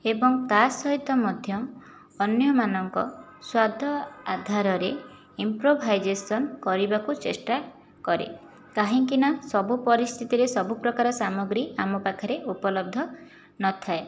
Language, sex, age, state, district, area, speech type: Odia, female, 18-30, Odisha, Jajpur, rural, spontaneous